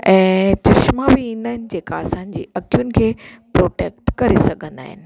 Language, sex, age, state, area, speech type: Sindhi, female, 30-45, Chhattisgarh, urban, spontaneous